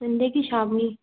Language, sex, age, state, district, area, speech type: Hindi, female, 45-60, Madhya Pradesh, Gwalior, rural, conversation